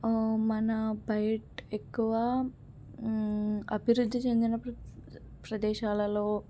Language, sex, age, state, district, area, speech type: Telugu, female, 18-30, Telangana, Medak, rural, spontaneous